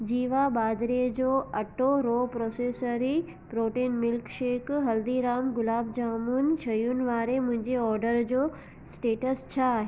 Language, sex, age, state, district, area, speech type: Sindhi, female, 18-30, Gujarat, Surat, urban, read